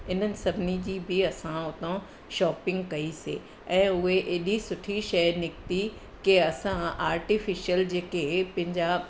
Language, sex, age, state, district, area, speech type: Sindhi, female, 30-45, Gujarat, Surat, urban, spontaneous